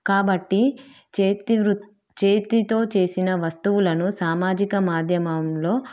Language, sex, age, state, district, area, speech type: Telugu, female, 30-45, Telangana, Peddapalli, rural, spontaneous